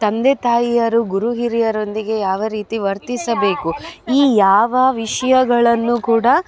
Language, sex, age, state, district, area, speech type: Kannada, female, 30-45, Karnataka, Dakshina Kannada, urban, spontaneous